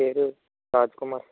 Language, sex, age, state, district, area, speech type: Telugu, male, 45-60, Andhra Pradesh, East Godavari, urban, conversation